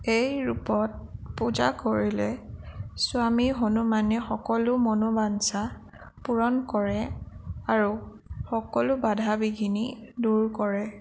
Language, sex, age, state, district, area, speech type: Assamese, female, 30-45, Assam, Sonitpur, rural, read